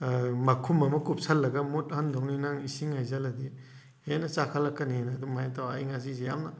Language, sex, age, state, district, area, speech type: Manipuri, male, 30-45, Manipur, Thoubal, rural, spontaneous